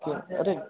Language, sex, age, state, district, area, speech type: Hindi, male, 60+, Rajasthan, Karauli, rural, conversation